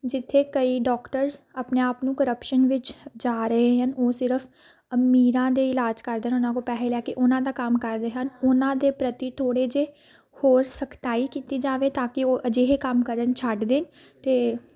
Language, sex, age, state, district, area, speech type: Punjabi, female, 18-30, Punjab, Amritsar, urban, spontaneous